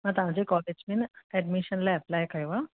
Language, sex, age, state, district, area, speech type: Sindhi, female, 30-45, Maharashtra, Thane, urban, conversation